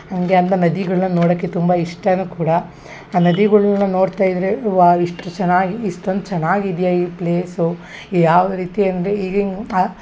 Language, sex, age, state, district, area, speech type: Kannada, female, 30-45, Karnataka, Hassan, urban, spontaneous